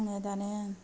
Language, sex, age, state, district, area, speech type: Bodo, female, 30-45, Assam, Kokrajhar, rural, spontaneous